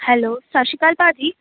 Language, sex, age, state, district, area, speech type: Punjabi, female, 18-30, Punjab, Gurdaspur, rural, conversation